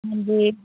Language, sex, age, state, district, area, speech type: Punjabi, female, 30-45, Punjab, Fazilka, rural, conversation